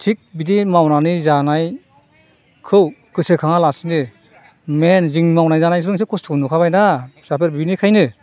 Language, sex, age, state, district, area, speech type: Bodo, male, 60+, Assam, Chirang, rural, spontaneous